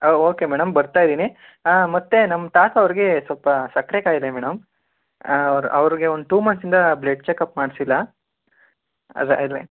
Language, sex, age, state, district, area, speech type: Kannada, male, 45-60, Karnataka, Tumkur, urban, conversation